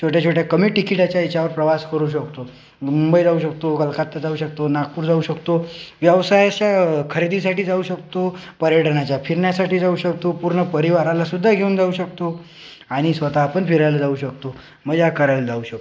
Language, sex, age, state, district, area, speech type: Marathi, male, 18-30, Maharashtra, Akola, rural, spontaneous